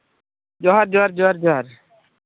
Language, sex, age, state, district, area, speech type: Santali, male, 45-60, Odisha, Mayurbhanj, rural, conversation